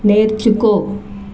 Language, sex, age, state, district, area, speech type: Telugu, female, 60+, Andhra Pradesh, Chittoor, rural, read